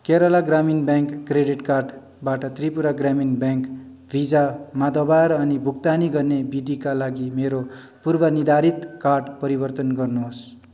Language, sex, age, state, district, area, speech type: Nepali, male, 45-60, West Bengal, Darjeeling, rural, read